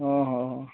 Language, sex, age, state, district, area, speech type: Odia, male, 45-60, Odisha, Nuapada, urban, conversation